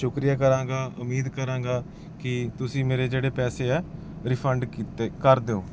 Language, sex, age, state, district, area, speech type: Punjabi, male, 45-60, Punjab, Bathinda, urban, spontaneous